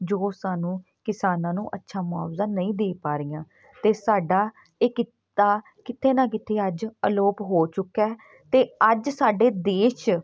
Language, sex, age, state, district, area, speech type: Punjabi, female, 30-45, Punjab, Patiala, rural, spontaneous